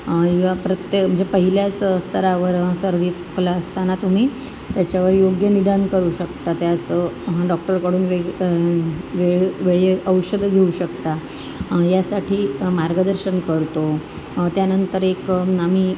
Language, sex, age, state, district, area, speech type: Marathi, female, 30-45, Maharashtra, Sindhudurg, rural, spontaneous